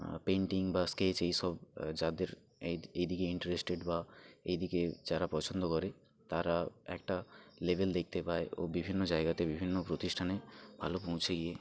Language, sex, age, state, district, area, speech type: Bengali, male, 60+, West Bengal, Purba Medinipur, rural, spontaneous